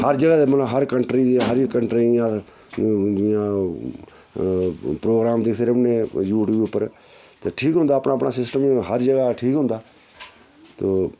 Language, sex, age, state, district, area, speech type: Dogri, male, 45-60, Jammu and Kashmir, Udhampur, rural, spontaneous